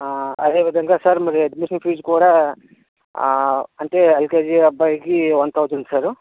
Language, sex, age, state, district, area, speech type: Telugu, male, 60+, Andhra Pradesh, Vizianagaram, rural, conversation